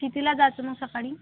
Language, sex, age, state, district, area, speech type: Marathi, female, 18-30, Maharashtra, Amravati, rural, conversation